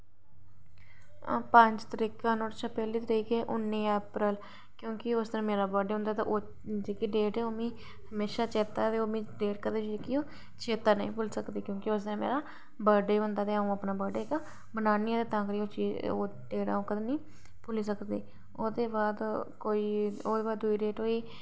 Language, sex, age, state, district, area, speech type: Dogri, female, 30-45, Jammu and Kashmir, Reasi, urban, spontaneous